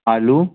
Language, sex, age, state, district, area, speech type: Hindi, male, 30-45, Madhya Pradesh, Jabalpur, urban, conversation